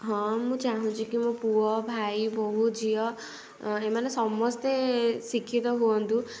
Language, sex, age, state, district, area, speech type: Odia, female, 18-30, Odisha, Puri, urban, spontaneous